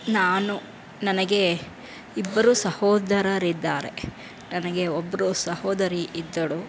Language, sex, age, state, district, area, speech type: Kannada, female, 30-45, Karnataka, Chamarajanagar, rural, spontaneous